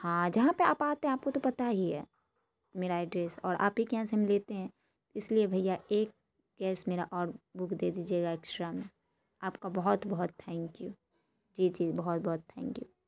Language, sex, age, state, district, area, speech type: Urdu, female, 18-30, Bihar, Saharsa, rural, spontaneous